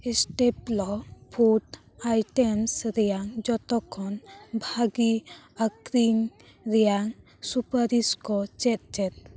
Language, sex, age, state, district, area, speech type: Santali, female, 18-30, West Bengal, Bankura, rural, read